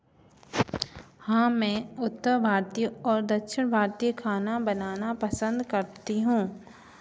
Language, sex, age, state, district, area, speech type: Hindi, female, 30-45, Madhya Pradesh, Hoshangabad, rural, spontaneous